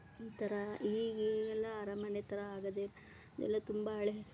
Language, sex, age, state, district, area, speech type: Kannada, female, 30-45, Karnataka, Mandya, rural, spontaneous